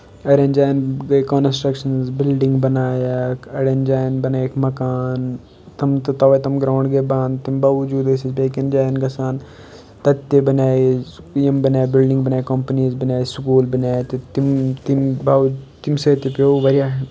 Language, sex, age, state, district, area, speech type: Kashmiri, male, 18-30, Jammu and Kashmir, Kupwara, urban, spontaneous